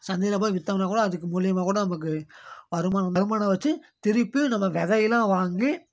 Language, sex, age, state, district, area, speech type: Tamil, male, 18-30, Tamil Nadu, Namakkal, rural, spontaneous